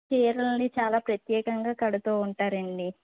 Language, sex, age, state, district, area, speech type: Telugu, female, 30-45, Andhra Pradesh, West Godavari, rural, conversation